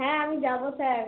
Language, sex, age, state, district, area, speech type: Bengali, female, 18-30, West Bengal, Malda, urban, conversation